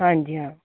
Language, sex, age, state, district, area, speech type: Punjabi, female, 60+, Punjab, Fazilka, rural, conversation